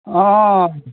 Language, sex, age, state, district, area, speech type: Assamese, male, 60+, Assam, Dhemaji, rural, conversation